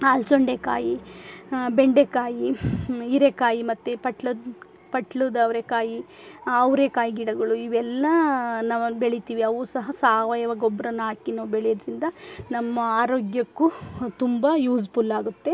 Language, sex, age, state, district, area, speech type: Kannada, female, 45-60, Karnataka, Chikkamagaluru, rural, spontaneous